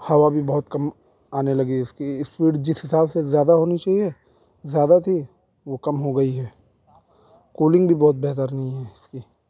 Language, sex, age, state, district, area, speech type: Urdu, male, 18-30, Uttar Pradesh, Saharanpur, urban, spontaneous